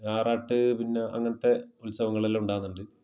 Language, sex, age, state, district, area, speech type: Malayalam, male, 30-45, Kerala, Kasaragod, rural, spontaneous